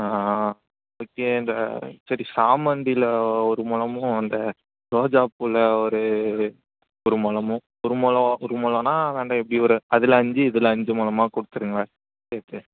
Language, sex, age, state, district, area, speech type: Tamil, male, 18-30, Tamil Nadu, Chennai, urban, conversation